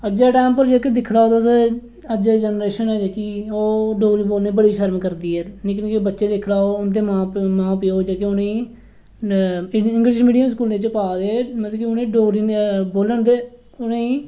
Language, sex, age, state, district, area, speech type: Dogri, male, 18-30, Jammu and Kashmir, Reasi, rural, spontaneous